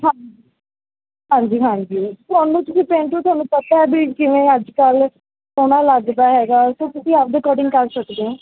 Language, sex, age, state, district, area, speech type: Punjabi, female, 18-30, Punjab, Mansa, urban, conversation